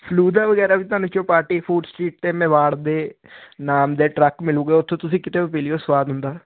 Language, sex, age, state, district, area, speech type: Punjabi, male, 18-30, Punjab, Hoshiarpur, rural, conversation